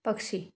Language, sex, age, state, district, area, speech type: Marathi, female, 30-45, Maharashtra, Wardha, urban, read